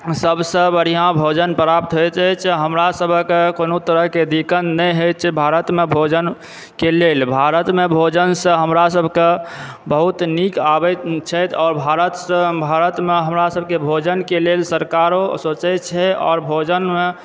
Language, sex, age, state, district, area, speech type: Maithili, male, 30-45, Bihar, Supaul, urban, spontaneous